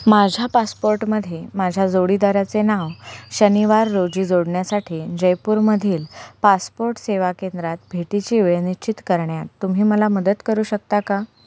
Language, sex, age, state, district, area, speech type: Marathi, female, 18-30, Maharashtra, Sindhudurg, rural, read